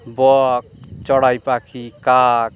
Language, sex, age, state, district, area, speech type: Bengali, male, 60+, West Bengal, North 24 Parganas, rural, spontaneous